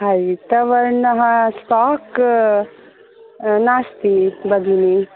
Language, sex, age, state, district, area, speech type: Sanskrit, female, 30-45, Karnataka, Dakshina Kannada, rural, conversation